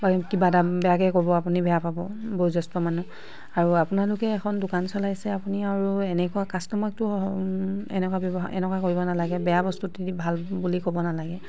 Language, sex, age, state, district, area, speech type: Assamese, female, 45-60, Assam, Charaideo, urban, spontaneous